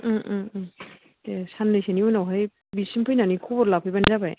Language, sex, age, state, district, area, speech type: Bodo, female, 18-30, Assam, Kokrajhar, urban, conversation